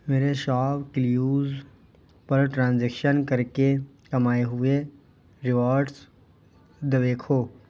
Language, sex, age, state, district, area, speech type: Urdu, male, 18-30, Uttar Pradesh, Lucknow, urban, read